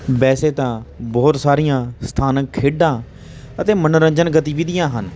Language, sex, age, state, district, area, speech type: Punjabi, male, 30-45, Punjab, Hoshiarpur, rural, spontaneous